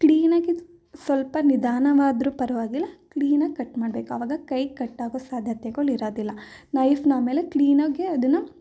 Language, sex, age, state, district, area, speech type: Kannada, female, 18-30, Karnataka, Mysore, urban, spontaneous